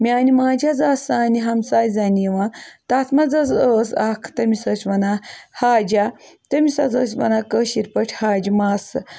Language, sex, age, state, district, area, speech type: Kashmiri, female, 18-30, Jammu and Kashmir, Ganderbal, rural, spontaneous